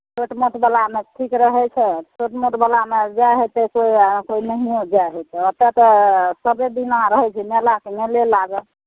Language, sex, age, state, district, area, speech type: Maithili, female, 45-60, Bihar, Madhepura, urban, conversation